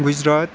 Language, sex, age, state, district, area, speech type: Kashmiri, male, 18-30, Jammu and Kashmir, Ganderbal, rural, spontaneous